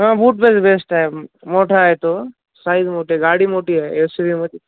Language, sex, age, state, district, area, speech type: Marathi, male, 30-45, Maharashtra, Nanded, rural, conversation